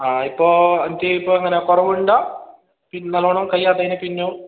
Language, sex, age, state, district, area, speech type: Malayalam, male, 18-30, Kerala, Kasaragod, rural, conversation